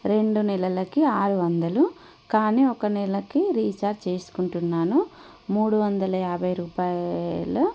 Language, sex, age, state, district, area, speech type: Telugu, female, 30-45, Telangana, Warangal, urban, spontaneous